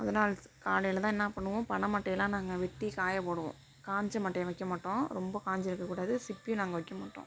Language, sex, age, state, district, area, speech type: Tamil, female, 30-45, Tamil Nadu, Mayiladuthurai, rural, spontaneous